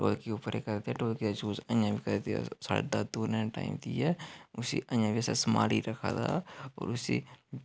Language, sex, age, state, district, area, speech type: Dogri, male, 30-45, Jammu and Kashmir, Udhampur, rural, spontaneous